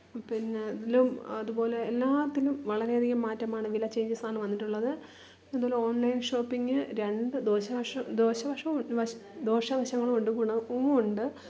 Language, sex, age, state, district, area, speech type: Malayalam, female, 30-45, Kerala, Kollam, rural, spontaneous